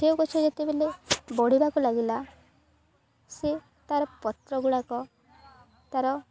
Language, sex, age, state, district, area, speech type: Odia, female, 18-30, Odisha, Balangir, urban, spontaneous